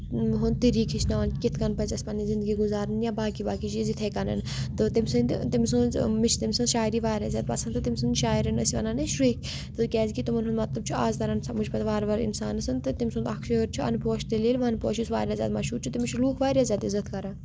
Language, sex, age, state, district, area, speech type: Kashmiri, female, 18-30, Jammu and Kashmir, Baramulla, rural, spontaneous